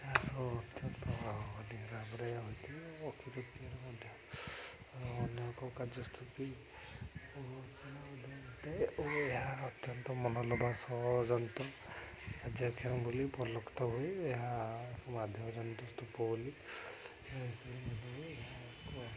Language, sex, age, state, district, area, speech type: Odia, male, 18-30, Odisha, Jagatsinghpur, rural, spontaneous